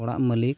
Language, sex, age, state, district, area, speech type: Santali, male, 45-60, Odisha, Mayurbhanj, rural, spontaneous